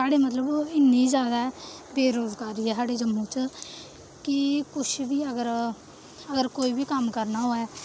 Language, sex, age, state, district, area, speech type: Dogri, female, 18-30, Jammu and Kashmir, Samba, rural, spontaneous